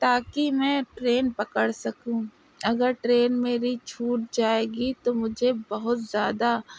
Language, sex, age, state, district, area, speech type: Urdu, female, 30-45, Uttar Pradesh, Lucknow, urban, spontaneous